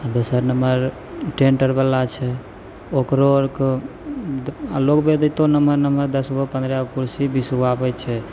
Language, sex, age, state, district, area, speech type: Maithili, male, 18-30, Bihar, Begusarai, urban, spontaneous